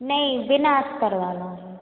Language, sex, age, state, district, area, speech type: Hindi, female, 45-60, Madhya Pradesh, Hoshangabad, rural, conversation